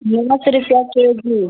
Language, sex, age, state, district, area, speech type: Urdu, female, 18-30, Bihar, Khagaria, rural, conversation